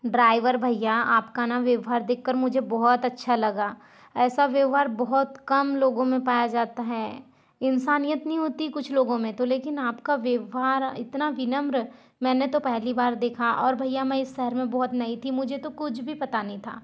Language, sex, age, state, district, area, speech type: Hindi, female, 60+, Madhya Pradesh, Balaghat, rural, spontaneous